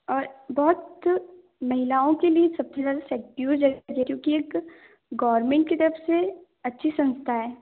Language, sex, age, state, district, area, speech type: Hindi, female, 18-30, Madhya Pradesh, Balaghat, rural, conversation